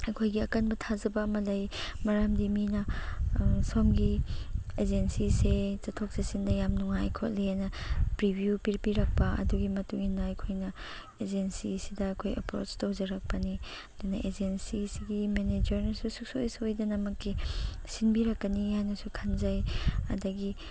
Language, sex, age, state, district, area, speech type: Manipuri, female, 45-60, Manipur, Chandel, rural, spontaneous